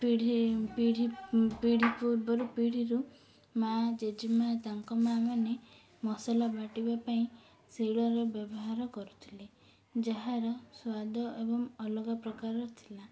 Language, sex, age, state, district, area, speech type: Odia, female, 18-30, Odisha, Ganjam, urban, spontaneous